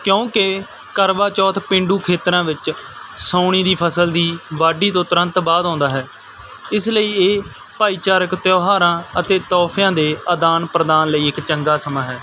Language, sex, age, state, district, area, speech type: Punjabi, male, 18-30, Punjab, Barnala, rural, read